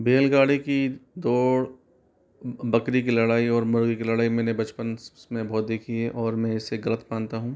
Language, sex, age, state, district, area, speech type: Hindi, male, 30-45, Rajasthan, Jaipur, urban, spontaneous